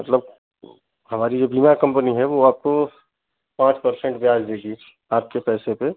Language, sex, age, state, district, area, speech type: Hindi, male, 45-60, Uttar Pradesh, Chandauli, urban, conversation